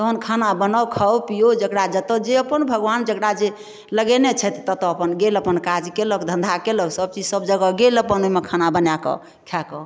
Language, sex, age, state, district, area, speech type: Maithili, female, 45-60, Bihar, Darbhanga, rural, spontaneous